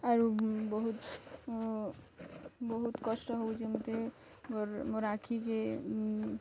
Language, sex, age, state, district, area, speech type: Odia, female, 18-30, Odisha, Bargarh, rural, spontaneous